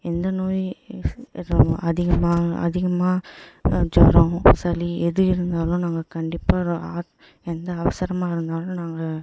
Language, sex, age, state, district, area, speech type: Tamil, female, 18-30, Tamil Nadu, Tiruvannamalai, rural, spontaneous